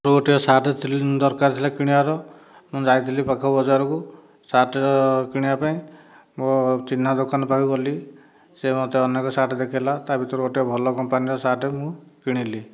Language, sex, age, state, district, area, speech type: Odia, male, 60+, Odisha, Dhenkanal, rural, spontaneous